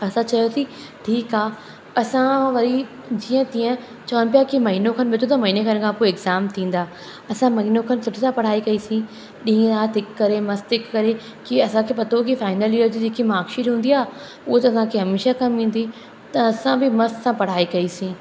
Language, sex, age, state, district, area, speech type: Sindhi, female, 18-30, Madhya Pradesh, Katni, rural, spontaneous